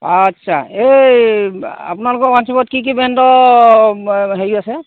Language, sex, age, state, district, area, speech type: Assamese, male, 30-45, Assam, Golaghat, rural, conversation